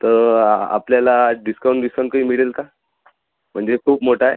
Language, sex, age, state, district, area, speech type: Marathi, male, 18-30, Maharashtra, Amravati, urban, conversation